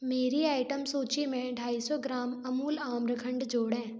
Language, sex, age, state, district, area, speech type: Hindi, female, 18-30, Madhya Pradesh, Gwalior, urban, read